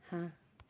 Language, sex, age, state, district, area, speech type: Punjabi, female, 30-45, Punjab, Rupnagar, urban, read